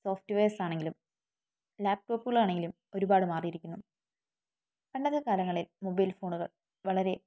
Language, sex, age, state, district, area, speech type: Malayalam, female, 18-30, Kerala, Wayanad, rural, spontaneous